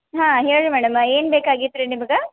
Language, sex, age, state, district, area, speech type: Kannada, female, 18-30, Karnataka, Belgaum, rural, conversation